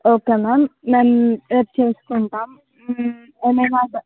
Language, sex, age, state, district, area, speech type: Telugu, female, 45-60, Andhra Pradesh, Visakhapatnam, rural, conversation